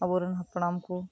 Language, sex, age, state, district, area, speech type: Santali, female, 30-45, West Bengal, Birbhum, rural, spontaneous